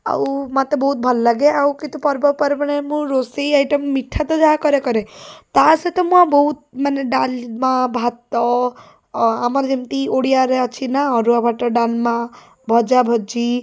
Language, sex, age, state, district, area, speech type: Odia, female, 30-45, Odisha, Puri, urban, spontaneous